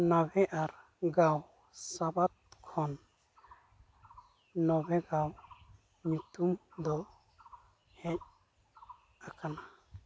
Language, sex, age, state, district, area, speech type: Santali, male, 18-30, West Bengal, Uttar Dinajpur, rural, read